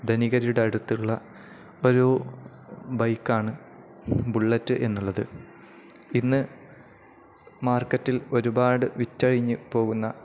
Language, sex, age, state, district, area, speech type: Malayalam, male, 18-30, Kerala, Kozhikode, rural, spontaneous